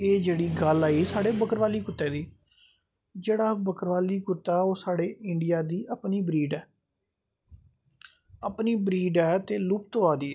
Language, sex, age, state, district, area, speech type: Dogri, male, 30-45, Jammu and Kashmir, Jammu, urban, spontaneous